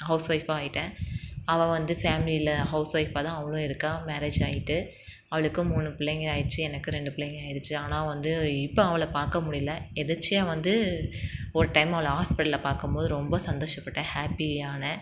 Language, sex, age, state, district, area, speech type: Tamil, female, 30-45, Tamil Nadu, Tiruchirappalli, rural, spontaneous